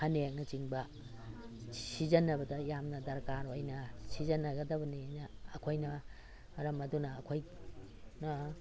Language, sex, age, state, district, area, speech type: Manipuri, female, 60+, Manipur, Imphal East, rural, spontaneous